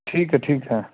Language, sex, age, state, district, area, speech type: Punjabi, male, 45-60, Punjab, Sangrur, urban, conversation